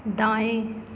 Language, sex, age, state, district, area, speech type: Hindi, female, 18-30, Madhya Pradesh, Narsinghpur, rural, read